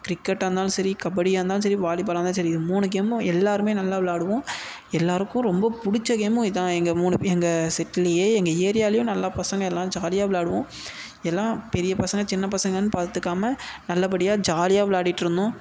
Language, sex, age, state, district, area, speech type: Tamil, male, 18-30, Tamil Nadu, Tiruvannamalai, urban, spontaneous